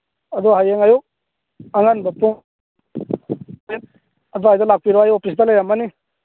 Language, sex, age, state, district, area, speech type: Manipuri, male, 30-45, Manipur, Churachandpur, rural, conversation